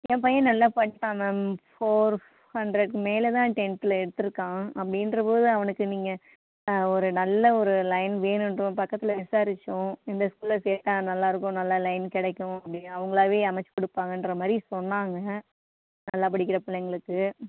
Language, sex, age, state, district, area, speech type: Tamil, female, 45-60, Tamil Nadu, Ariyalur, rural, conversation